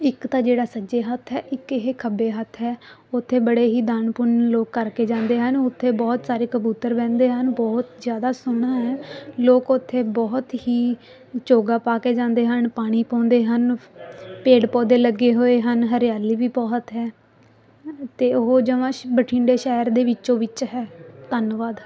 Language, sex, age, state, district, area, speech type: Punjabi, female, 18-30, Punjab, Muktsar, rural, spontaneous